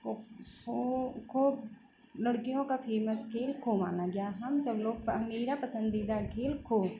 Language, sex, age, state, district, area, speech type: Hindi, female, 30-45, Uttar Pradesh, Lucknow, rural, spontaneous